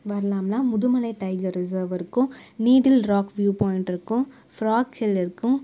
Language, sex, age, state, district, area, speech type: Tamil, female, 30-45, Tamil Nadu, Cuddalore, urban, spontaneous